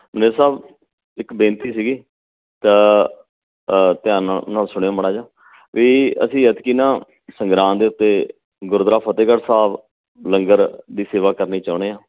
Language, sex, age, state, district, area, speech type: Punjabi, male, 45-60, Punjab, Fatehgarh Sahib, urban, conversation